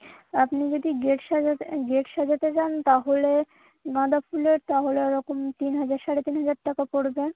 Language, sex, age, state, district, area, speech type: Bengali, female, 18-30, West Bengal, Birbhum, urban, conversation